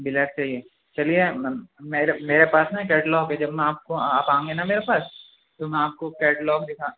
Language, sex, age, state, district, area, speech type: Urdu, male, 18-30, Uttar Pradesh, Rampur, urban, conversation